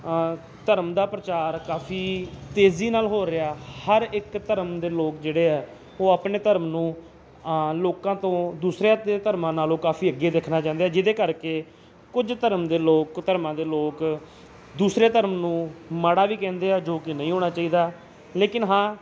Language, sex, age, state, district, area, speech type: Punjabi, male, 30-45, Punjab, Gurdaspur, urban, spontaneous